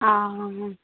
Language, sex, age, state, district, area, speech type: Odia, female, 45-60, Odisha, Koraput, urban, conversation